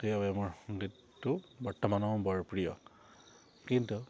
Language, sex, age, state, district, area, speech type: Assamese, male, 45-60, Assam, Dibrugarh, urban, spontaneous